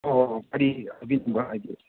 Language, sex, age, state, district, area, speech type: Manipuri, male, 60+, Manipur, Thoubal, rural, conversation